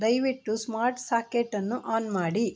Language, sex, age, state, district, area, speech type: Kannada, female, 45-60, Karnataka, Shimoga, rural, read